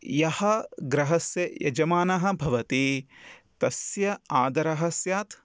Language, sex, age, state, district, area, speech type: Sanskrit, male, 30-45, Karnataka, Bidar, urban, spontaneous